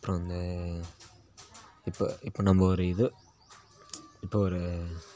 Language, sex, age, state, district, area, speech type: Tamil, male, 18-30, Tamil Nadu, Kallakurichi, urban, spontaneous